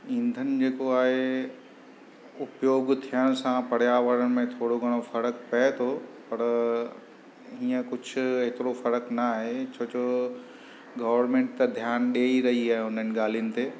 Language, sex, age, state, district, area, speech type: Sindhi, male, 45-60, Maharashtra, Mumbai Suburban, urban, spontaneous